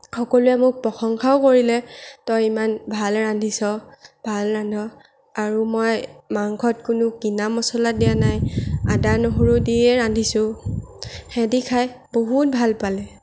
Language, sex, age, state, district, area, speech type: Assamese, female, 30-45, Assam, Lakhimpur, rural, spontaneous